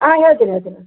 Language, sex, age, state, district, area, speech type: Kannada, female, 30-45, Karnataka, Koppal, rural, conversation